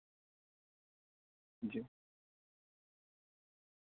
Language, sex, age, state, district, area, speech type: Urdu, male, 18-30, Delhi, North East Delhi, urban, conversation